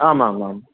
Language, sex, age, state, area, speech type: Sanskrit, male, 30-45, Madhya Pradesh, urban, conversation